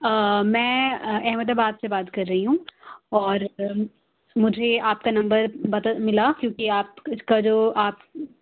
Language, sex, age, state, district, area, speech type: Urdu, female, 30-45, Delhi, South Delhi, urban, conversation